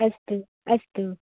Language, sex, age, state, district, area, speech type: Sanskrit, female, 18-30, Kerala, Kottayam, rural, conversation